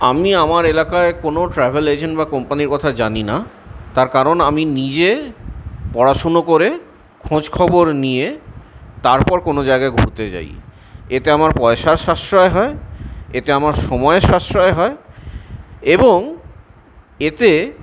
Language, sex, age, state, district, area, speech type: Bengali, male, 45-60, West Bengal, Purulia, urban, spontaneous